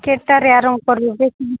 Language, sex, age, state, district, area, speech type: Odia, female, 18-30, Odisha, Nabarangpur, urban, conversation